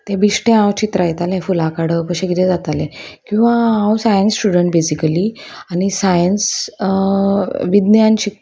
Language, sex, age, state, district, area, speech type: Goan Konkani, female, 30-45, Goa, Salcete, rural, spontaneous